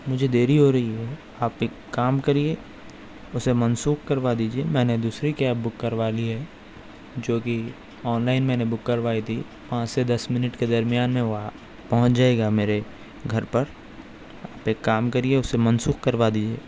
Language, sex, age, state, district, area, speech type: Urdu, male, 18-30, Telangana, Hyderabad, urban, spontaneous